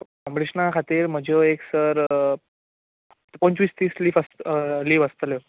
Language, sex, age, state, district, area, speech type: Goan Konkani, male, 18-30, Goa, Bardez, urban, conversation